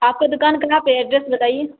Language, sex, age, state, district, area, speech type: Urdu, female, 18-30, Bihar, Supaul, rural, conversation